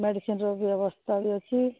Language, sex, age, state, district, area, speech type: Odia, female, 45-60, Odisha, Sambalpur, rural, conversation